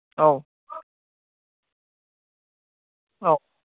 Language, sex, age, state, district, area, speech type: Bodo, male, 18-30, Assam, Kokrajhar, rural, conversation